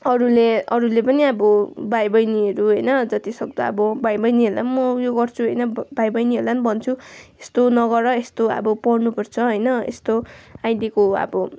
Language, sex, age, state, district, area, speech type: Nepali, female, 18-30, West Bengal, Kalimpong, rural, spontaneous